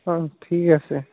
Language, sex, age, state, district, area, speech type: Assamese, male, 30-45, Assam, Tinsukia, urban, conversation